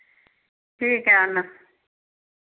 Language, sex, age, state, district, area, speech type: Hindi, female, 45-60, Uttar Pradesh, Ayodhya, rural, conversation